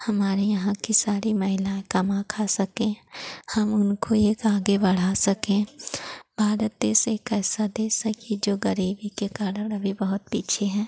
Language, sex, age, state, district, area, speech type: Hindi, female, 30-45, Uttar Pradesh, Pratapgarh, rural, spontaneous